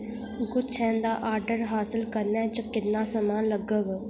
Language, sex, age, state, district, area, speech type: Dogri, female, 18-30, Jammu and Kashmir, Udhampur, rural, read